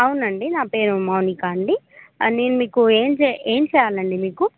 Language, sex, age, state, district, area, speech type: Telugu, female, 18-30, Telangana, Khammam, urban, conversation